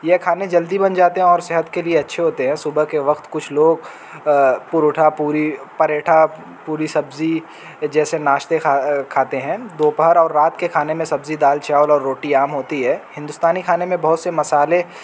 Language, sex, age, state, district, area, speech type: Urdu, male, 18-30, Uttar Pradesh, Azamgarh, rural, spontaneous